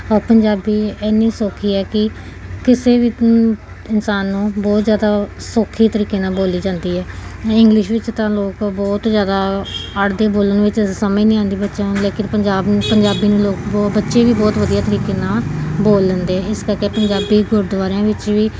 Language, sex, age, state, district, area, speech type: Punjabi, female, 30-45, Punjab, Gurdaspur, urban, spontaneous